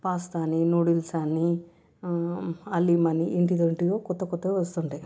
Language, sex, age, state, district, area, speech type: Telugu, female, 30-45, Telangana, Medchal, urban, spontaneous